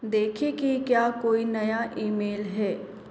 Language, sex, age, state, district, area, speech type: Hindi, female, 30-45, Rajasthan, Jaipur, urban, read